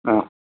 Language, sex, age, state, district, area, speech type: Malayalam, male, 45-60, Kerala, Idukki, rural, conversation